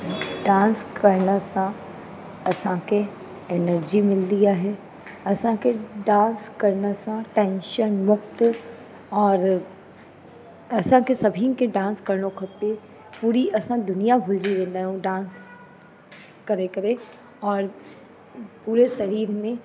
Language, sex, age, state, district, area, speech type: Sindhi, female, 30-45, Uttar Pradesh, Lucknow, urban, spontaneous